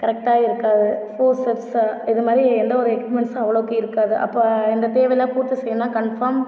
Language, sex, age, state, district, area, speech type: Tamil, female, 18-30, Tamil Nadu, Ariyalur, rural, spontaneous